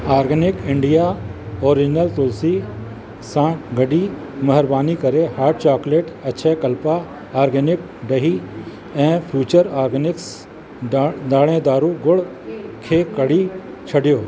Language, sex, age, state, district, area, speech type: Sindhi, male, 60+, Uttar Pradesh, Lucknow, urban, read